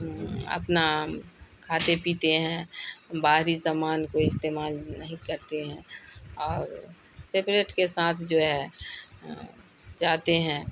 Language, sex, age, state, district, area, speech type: Urdu, female, 60+, Bihar, Khagaria, rural, spontaneous